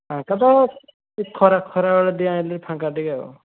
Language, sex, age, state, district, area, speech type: Odia, male, 18-30, Odisha, Dhenkanal, rural, conversation